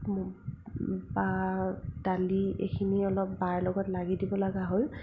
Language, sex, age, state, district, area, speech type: Assamese, female, 18-30, Assam, Sonitpur, rural, spontaneous